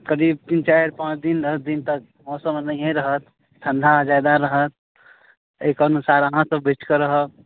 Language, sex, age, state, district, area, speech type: Maithili, male, 30-45, Bihar, Darbhanga, rural, conversation